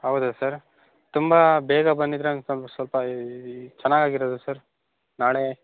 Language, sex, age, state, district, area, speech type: Kannada, male, 18-30, Karnataka, Chitradurga, rural, conversation